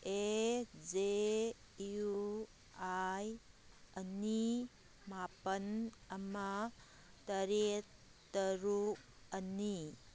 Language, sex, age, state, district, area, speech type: Manipuri, female, 45-60, Manipur, Kangpokpi, urban, read